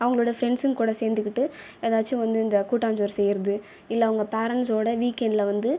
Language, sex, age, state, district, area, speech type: Tamil, female, 30-45, Tamil Nadu, Viluppuram, rural, spontaneous